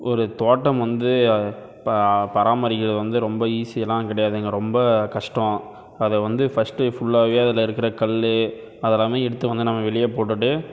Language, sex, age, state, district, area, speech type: Tamil, male, 18-30, Tamil Nadu, Krishnagiri, rural, spontaneous